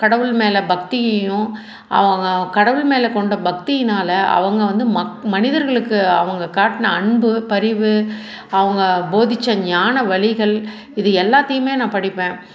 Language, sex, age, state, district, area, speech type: Tamil, female, 45-60, Tamil Nadu, Salem, urban, spontaneous